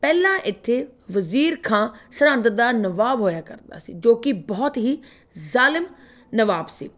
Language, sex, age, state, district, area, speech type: Punjabi, female, 45-60, Punjab, Fatehgarh Sahib, rural, spontaneous